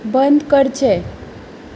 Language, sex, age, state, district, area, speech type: Goan Konkani, female, 18-30, Goa, Ponda, rural, read